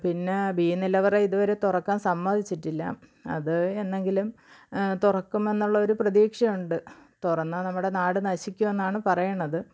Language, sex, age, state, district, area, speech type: Malayalam, female, 45-60, Kerala, Thiruvananthapuram, rural, spontaneous